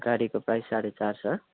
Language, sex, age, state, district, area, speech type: Nepali, male, 18-30, West Bengal, Jalpaiguri, rural, conversation